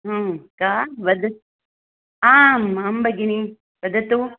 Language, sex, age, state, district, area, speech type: Sanskrit, female, 60+, Karnataka, Hassan, rural, conversation